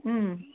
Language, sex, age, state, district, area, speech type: Kannada, female, 60+, Karnataka, Kolar, rural, conversation